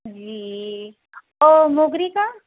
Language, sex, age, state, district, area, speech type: Hindi, female, 60+, Uttar Pradesh, Hardoi, rural, conversation